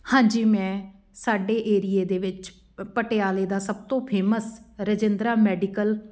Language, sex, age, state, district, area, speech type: Punjabi, female, 30-45, Punjab, Patiala, rural, spontaneous